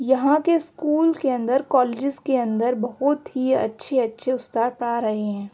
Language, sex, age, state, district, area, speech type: Urdu, female, 18-30, Uttar Pradesh, Aligarh, urban, spontaneous